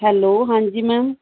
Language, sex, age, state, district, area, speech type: Punjabi, female, 30-45, Punjab, Barnala, rural, conversation